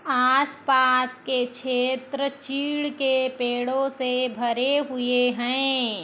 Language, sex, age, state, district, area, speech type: Hindi, female, 60+, Madhya Pradesh, Balaghat, rural, read